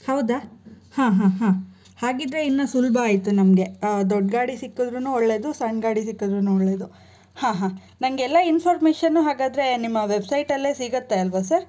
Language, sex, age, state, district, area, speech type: Kannada, female, 30-45, Karnataka, Chikkaballapur, urban, spontaneous